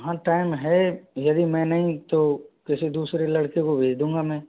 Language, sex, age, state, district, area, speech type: Hindi, male, 18-30, Rajasthan, Karauli, rural, conversation